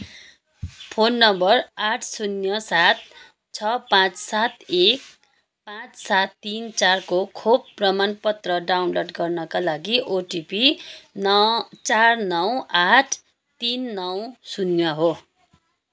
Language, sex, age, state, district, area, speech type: Nepali, female, 30-45, West Bengal, Kalimpong, rural, read